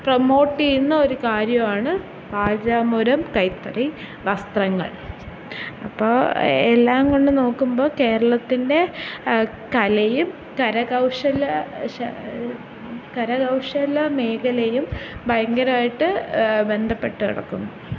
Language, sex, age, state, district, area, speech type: Malayalam, female, 18-30, Kerala, Thiruvananthapuram, urban, spontaneous